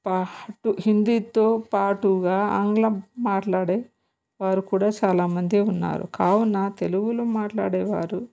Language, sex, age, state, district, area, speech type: Telugu, female, 30-45, Telangana, Bhadradri Kothagudem, urban, spontaneous